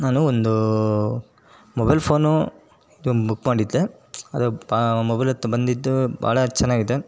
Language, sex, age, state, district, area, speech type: Kannada, male, 30-45, Karnataka, Chitradurga, rural, spontaneous